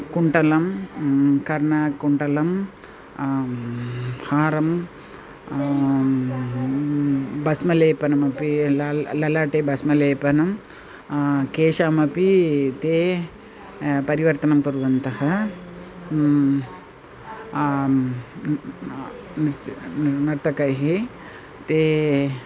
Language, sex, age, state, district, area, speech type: Sanskrit, female, 60+, Tamil Nadu, Chennai, urban, spontaneous